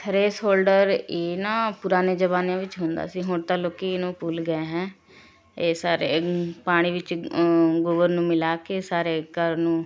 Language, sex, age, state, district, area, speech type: Punjabi, female, 30-45, Punjab, Shaheed Bhagat Singh Nagar, rural, spontaneous